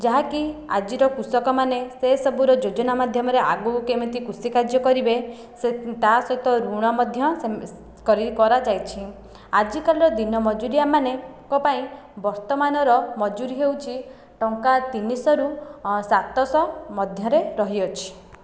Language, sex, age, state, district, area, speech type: Odia, female, 18-30, Odisha, Khordha, rural, spontaneous